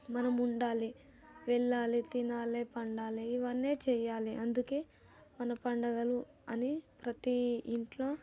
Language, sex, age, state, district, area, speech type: Telugu, female, 18-30, Telangana, Nalgonda, rural, spontaneous